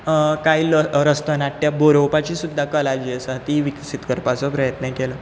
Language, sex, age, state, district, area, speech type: Goan Konkani, male, 18-30, Goa, Bardez, rural, spontaneous